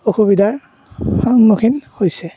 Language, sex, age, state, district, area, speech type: Assamese, male, 18-30, Assam, Darrang, rural, spontaneous